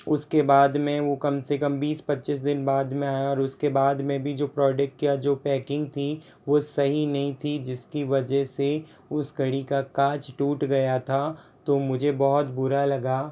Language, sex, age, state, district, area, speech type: Hindi, male, 60+, Rajasthan, Jodhpur, rural, spontaneous